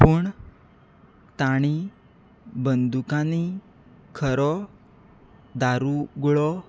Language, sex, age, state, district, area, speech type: Goan Konkani, male, 18-30, Goa, Salcete, rural, read